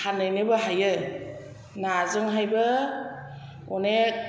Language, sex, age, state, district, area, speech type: Bodo, female, 60+, Assam, Chirang, rural, spontaneous